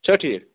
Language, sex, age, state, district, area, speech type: Kashmiri, male, 30-45, Jammu and Kashmir, Kupwara, rural, conversation